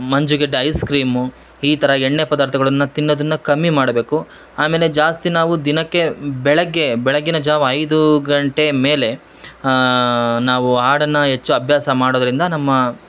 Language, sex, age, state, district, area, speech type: Kannada, male, 30-45, Karnataka, Shimoga, urban, spontaneous